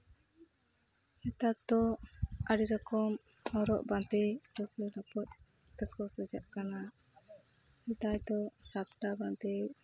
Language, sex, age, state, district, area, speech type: Santali, female, 30-45, West Bengal, Jhargram, rural, spontaneous